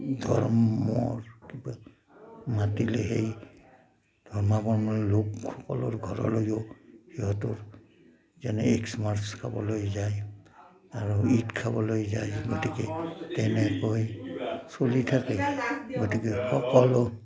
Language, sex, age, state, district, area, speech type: Assamese, male, 60+, Assam, Udalguri, urban, spontaneous